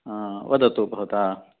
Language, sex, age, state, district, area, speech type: Sanskrit, male, 60+, Karnataka, Dakshina Kannada, rural, conversation